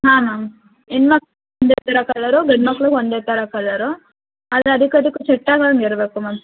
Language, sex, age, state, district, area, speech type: Kannada, female, 18-30, Karnataka, Hassan, urban, conversation